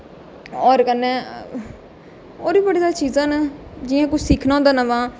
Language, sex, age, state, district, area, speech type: Dogri, female, 18-30, Jammu and Kashmir, Jammu, urban, spontaneous